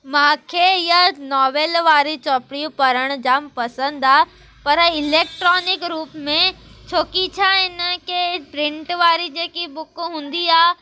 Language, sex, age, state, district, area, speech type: Sindhi, female, 18-30, Gujarat, Surat, urban, spontaneous